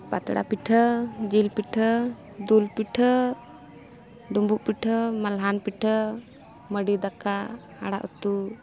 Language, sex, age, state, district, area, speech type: Santali, female, 18-30, Jharkhand, Bokaro, rural, spontaneous